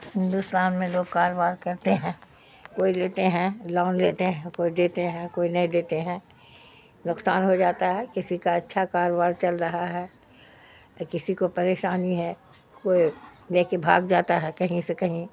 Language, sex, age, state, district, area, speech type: Urdu, female, 60+, Bihar, Khagaria, rural, spontaneous